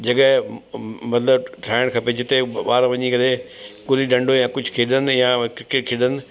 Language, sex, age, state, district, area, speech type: Sindhi, male, 60+, Delhi, South Delhi, urban, spontaneous